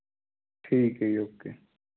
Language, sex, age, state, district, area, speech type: Punjabi, male, 30-45, Punjab, Mohali, urban, conversation